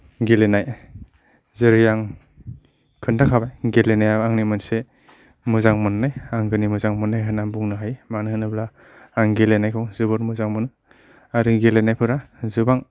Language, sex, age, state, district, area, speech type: Bodo, male, 30-45, Assam, Kokrajhar, rural, spontaneous